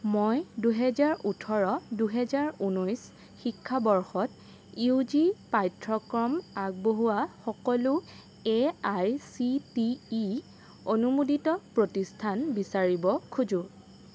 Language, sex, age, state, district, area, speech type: Assamese, female, 18-30, Assam, Sonitpur, rural, read